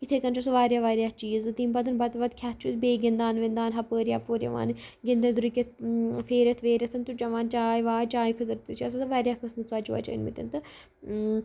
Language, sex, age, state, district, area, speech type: Kashmiri, female, 18-30, Jammu and Kashmir, Kupwara, rural, spontaneous